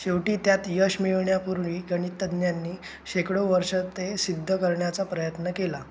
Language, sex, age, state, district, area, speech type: Marathi, male, 18-30, Maharashtra, Ratnagiri, urban, read